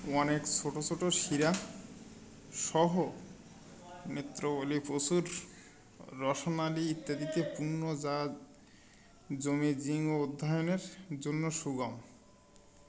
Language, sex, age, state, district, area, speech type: Bengali, male, 45-60, West Bengal, Birbhum, urban, read